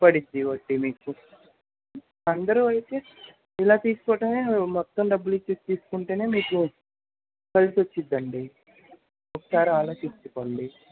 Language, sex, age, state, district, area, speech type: Telugu, male, 45-60, Andhra Pradesh, Krishna, urban, conversation